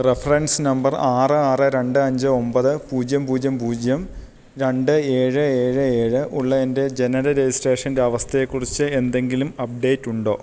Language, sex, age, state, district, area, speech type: Malayalam, male, 30-45, Kerala, Idukki, rural, read